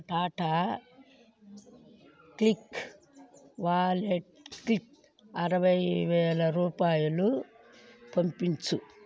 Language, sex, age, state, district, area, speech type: Telugu, female, 60+, Andhra Pradesh, Sri Balaji, urban, read